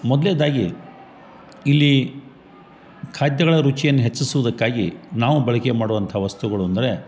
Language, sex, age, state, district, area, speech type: Kannada, male, 45-60, Karnataka, Gadag, rural, spontaneous